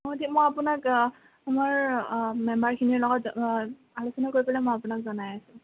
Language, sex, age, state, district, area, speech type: Assamese, female, 18-30, Assam, Kamrup Metropolitan, rural, conversation